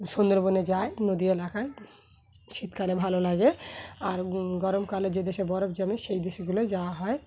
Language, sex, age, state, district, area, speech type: Bengali, female, 30-45, West Bengal, Dakshin Dinajpur, urban, spontaneous